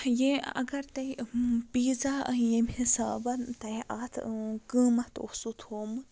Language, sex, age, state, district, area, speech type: Kashmiri, female, 18-30, Jammu and Kashmir, Baramulla, rural, spontaneous